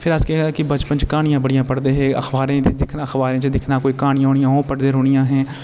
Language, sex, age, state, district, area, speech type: Dogri, male, 30-45, Jammu and Kashmir, Jammu, rural, spontaneous